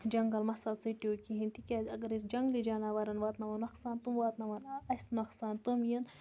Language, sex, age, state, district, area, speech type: Kashmiri, female, 30-45, Jammu and Kashmir, Budgam, rural, spontaneous